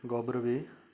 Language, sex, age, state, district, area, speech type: Goan Konkani, male, 45-60, Goa, Canacona, rural, spontaneous